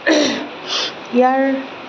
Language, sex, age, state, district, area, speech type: Assamese, female, 30-45, Assam, Goalpara, rural, spontaneous